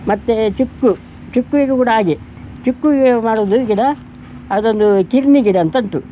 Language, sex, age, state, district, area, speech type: Kannada, male, 60+, Karnataka, Udupi, rural, spontaneous